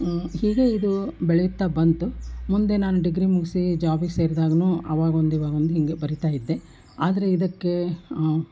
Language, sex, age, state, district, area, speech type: Kannada, female, 60+, Karnataka, Koppal, urban, spontaneous